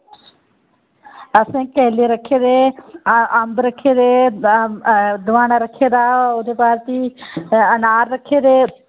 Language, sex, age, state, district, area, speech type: Dogri, female, 18-30, Jammu and Kashmir, Reasi, rural, conversation